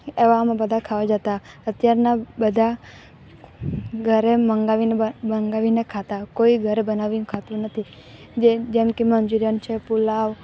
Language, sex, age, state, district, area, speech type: Gujarati, female, 18-30, Gujarat, Narmada, urban, spontaneous